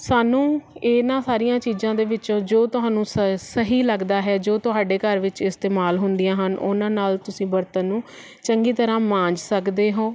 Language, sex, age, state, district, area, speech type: Punjabi, female, 30-45, Punjab, Faridkot, urban, spontaneous